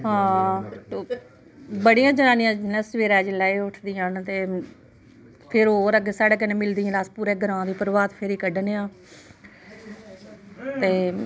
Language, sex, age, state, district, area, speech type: Dogri, female, 30-45, Jammu and Kashmir, Samba, urban, spontaneous